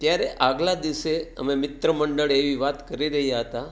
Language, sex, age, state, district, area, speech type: Gujarati, male, 45-60, Gujarat, Surat, urban, spontaneous